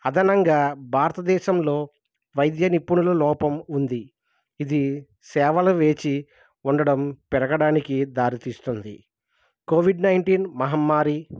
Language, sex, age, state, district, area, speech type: Telugu, male, 30-45, Andhra Pradesh, East Godavari, rural, spontaneous